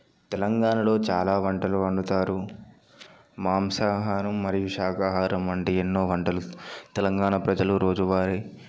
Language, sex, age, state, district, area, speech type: Telugu, male, 18-30, Telangana, Yadadri Bhuvanagiri, urban, spontaneous